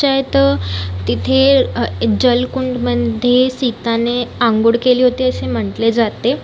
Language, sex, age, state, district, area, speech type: Marathi, female, 30-45, Maharashtra, Nagpur, urban, spontaneous